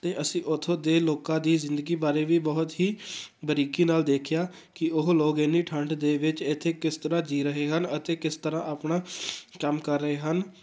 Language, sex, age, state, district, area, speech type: Punjabi, male, 18-30, Punjab, Tarn Taran, rural, spontaneous